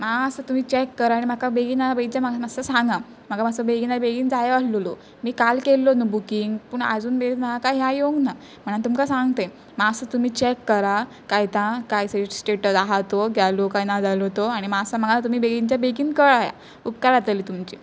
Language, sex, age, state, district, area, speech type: Goan Konkani, female, 18-30, Goa, Pernem, rural, spontaneous